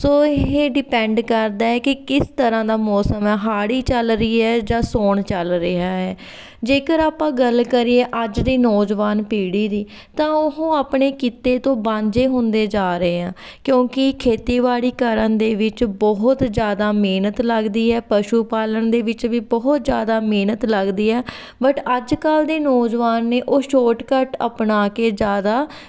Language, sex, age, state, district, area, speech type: Punjabi, female, 30-45, Punjab, Fatehgarh Sahib, urban, spontaneous